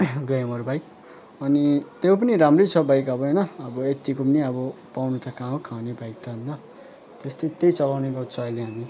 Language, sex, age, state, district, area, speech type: Nepali, male, 18-30, West Bengal, Alipurduar, urban, spontaneous